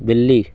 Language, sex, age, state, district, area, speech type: Hindi, male, 30-45, Madhya Pradesh, Hoshangabad, rural, read